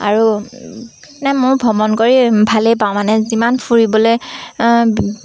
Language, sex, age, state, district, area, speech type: Assamese, female, 18-30, Assam, Dhemaji, urban, spontaneous